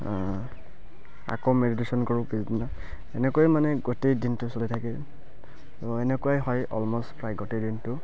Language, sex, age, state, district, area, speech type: Assamese, male, 18-30, Assam, Barpeta, rural, spontaneous